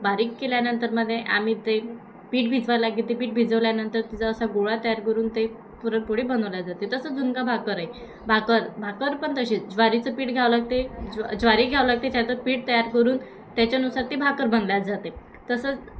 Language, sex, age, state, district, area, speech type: Marathi, female, 18-30, Maharashtra, Thane, urban, spontaneous